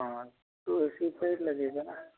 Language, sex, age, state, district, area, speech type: Hindi, male, 45-60, Rajasthan, Karauli, rural, conversation